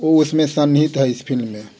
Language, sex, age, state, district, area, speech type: Hindi, male, 60+, Bihar, Darbhanga, rural, spontaneous